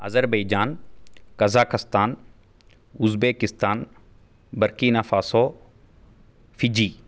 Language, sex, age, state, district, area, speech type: Sanskrit, male, 18-30, Karnataka, Bangalore Urban, urban, spontaneous